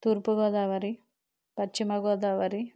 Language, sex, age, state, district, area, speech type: Telugu, female, 45-60, Andhra Pradesh, Konaseema, rural, spontaneous